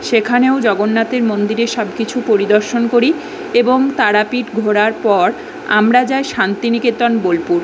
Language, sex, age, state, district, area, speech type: Bengali, female, 18-30, West Bengal, Kolkata, urban, spontaneous